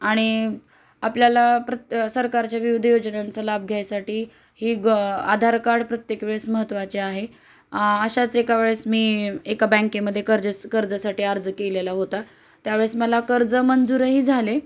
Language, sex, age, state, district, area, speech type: Marathi, female, 30-45, Maharashtra, Osmanabad, rural, spontaneous